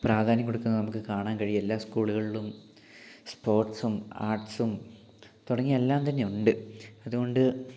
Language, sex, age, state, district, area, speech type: Malayalam, male, 18-30, Kerala, Wayanad, rural, spontaneous